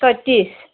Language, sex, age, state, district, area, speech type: Assamese, female, 45-60, Assam, Golaghat, urban, conversation